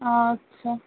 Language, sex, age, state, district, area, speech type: Bengali, female, 18-30, West Bengal, Kolkata, urban, conversation